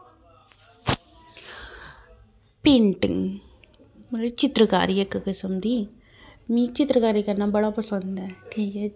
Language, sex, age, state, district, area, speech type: Dogri, female, 30-45, Jammu and Kashmir, Jammu, urban, spontaneous